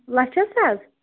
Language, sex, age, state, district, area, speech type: Kashmiri, female, 30-45, Jammu and Kashmir, Pulwama, urban, conversation